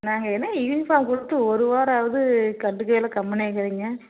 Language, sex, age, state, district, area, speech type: Tamil, female, 45-60, Tamil Nadu, Salem, rural, conversation